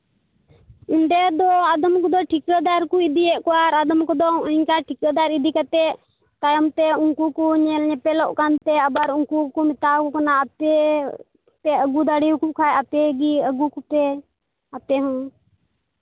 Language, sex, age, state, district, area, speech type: Santali, male, 30-45, Jharkhand, Pakur, rural, conversation